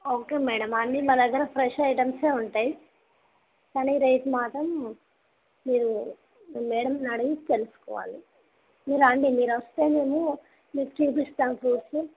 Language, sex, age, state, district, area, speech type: Telugu, female, 30-45, Telangana, Karimnagar, rural, conversation